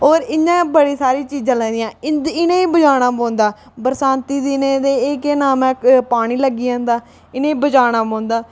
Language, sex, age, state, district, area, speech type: Dogri, female, 18-30, Jammu and Kashmir, Reasi, rural, spontaneous